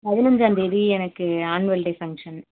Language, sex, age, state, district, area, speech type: Tamil, female, 30-45, Tamil Nadu, Mayiladuthurai, urban, conversation